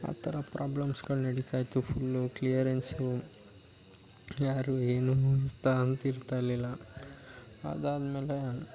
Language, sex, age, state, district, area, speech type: Kannada, male, 18-30, Karnataka, Mysore, rural, spontaneous